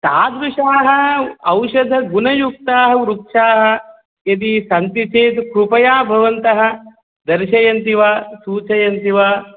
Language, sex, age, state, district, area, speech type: Sanskrit, male, 30-45, Telangana, Medak, rural, conversation